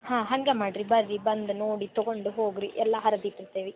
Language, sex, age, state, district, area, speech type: Kannada, female, 18-30, Karnataka, Gadag, urban, conversation